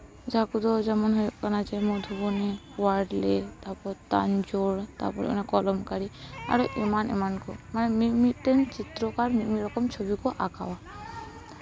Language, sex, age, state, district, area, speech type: Santali, female, 18-30, West Bengal, Paschim Bardhaman, rural, spontaneous